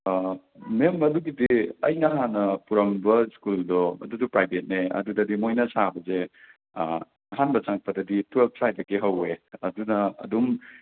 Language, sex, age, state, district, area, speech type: Manipuri, male, 18-30, Manipur, Imphal West, rural, conversation